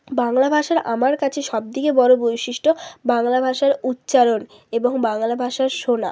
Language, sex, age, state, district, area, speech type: Bengali, female, 30-45, West Bengal, Hooghly, urban, spontaneous